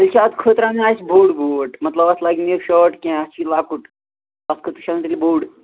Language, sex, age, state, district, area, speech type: Kashmiri, male, 60+, Jammu and Kashmir, Srinagar, urban, conversation